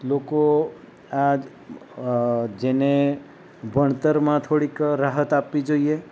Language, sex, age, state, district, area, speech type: Gujarati, male, 45-60, Gujarat, Valsad, rural, spontaneous